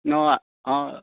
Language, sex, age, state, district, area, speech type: Assamese, male, 18-30, Assam, Sivasagar, rural, conversation